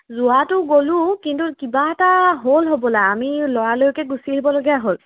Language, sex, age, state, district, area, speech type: Assamese, female, 18-30, Assam, Jorhat, urban, conversation